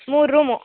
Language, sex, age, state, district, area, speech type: Kannada, female, 18-30, Karnataka, Uttara Kannada, rural, conversation